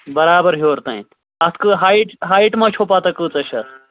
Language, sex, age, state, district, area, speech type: Kashmiri, male, 30-45, Jammu and Kashmir, Anantnag, rural, conversation